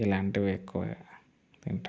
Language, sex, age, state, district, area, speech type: Telugu, male, 18-30, Telangana, Mancherial, rural, spontaneous